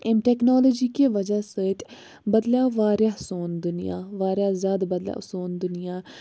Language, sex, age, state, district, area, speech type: Kashmiri, female, 18-30, Jammu and Kashmir, Bandipora, rural, spontaneous